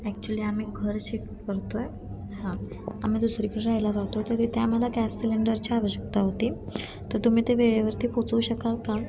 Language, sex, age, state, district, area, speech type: Marathi, female, 18-30, Maharashtra, Satara, rural, spontaneous